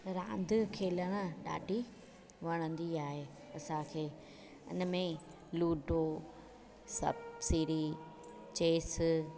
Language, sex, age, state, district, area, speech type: Sindhi, female, 30-45, Gujarat, Junagadh, urban, spontaneous